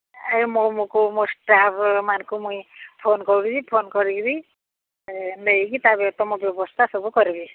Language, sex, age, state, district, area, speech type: Odia, female, 45-60, Odisha, Sambalpur, rural, conversation